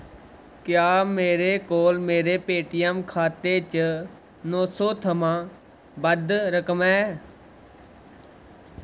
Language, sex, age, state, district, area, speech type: Dogri, male, 18-30, Jammu and Kashmir, Kathua, rural, read